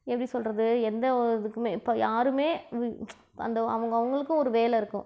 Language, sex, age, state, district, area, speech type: Tamil, female, 45-60, Tamil Nadu, Namakkal, rural, spontaneous